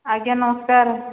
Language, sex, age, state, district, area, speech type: Odia, female, 45-60, Odisha, Angul, rural, conversation